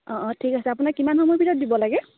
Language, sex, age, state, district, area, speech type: Assamese, female, 18-30, Assam, Dibrugarh, rural, conversation